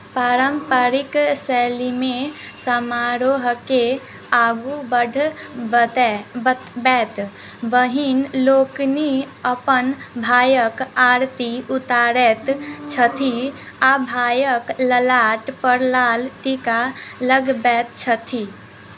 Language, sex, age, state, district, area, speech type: Maithili, female, 18-30, Bihar, Muzaffarpur, rural, read